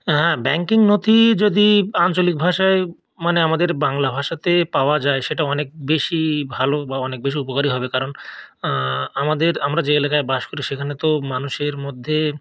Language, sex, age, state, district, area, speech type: Bengali, male, 45-60, West Bengal, North 24 Parganas, rural, spontaneous